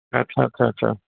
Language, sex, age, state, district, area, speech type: Punjabi, male, 45-60, Punjab, Bathinda, urban, conversation